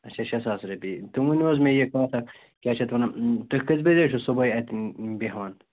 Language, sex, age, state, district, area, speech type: Kashmiri, male, 30-45, Jammu and Kashmir, Bandipora, rural, conversation